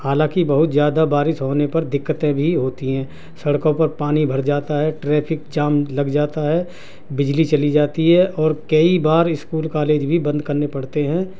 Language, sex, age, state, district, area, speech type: Urdu, male, 60+, Delhi, South Delhi, urban, spontaneous